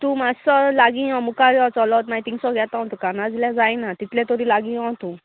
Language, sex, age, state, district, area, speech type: Goan Konkani, female, 18-30, Goa, Salcete, rural, conversation